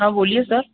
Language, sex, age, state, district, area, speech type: Marathi, male, 18-30, Maharashtra, Nagpur, urban, conversation